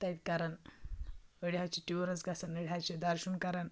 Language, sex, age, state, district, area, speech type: Kashmiri, female, 30-45, Jammu and Kashmir, Anantnag, rural, spontaneous